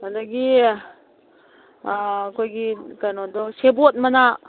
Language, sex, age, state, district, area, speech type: Manipuri, female, 60+, Manipur, Kangpokpi, urban, conversation